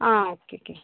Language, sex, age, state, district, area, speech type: Malayalam, female, 60+, Kerala, Kozhikode, urban, conversation